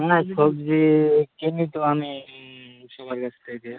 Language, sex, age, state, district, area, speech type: Bengali, male, 18-30, West Bengal, Birbhum, urban, conversation